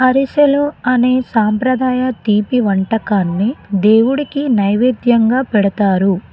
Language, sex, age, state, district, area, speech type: Telugu, female, 18-30, Telangana, Sangareddy, rural, read